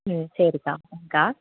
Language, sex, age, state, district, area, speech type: Tamil, female, 18-30, Tamil Nadu, Tiruvallur, urban, conversation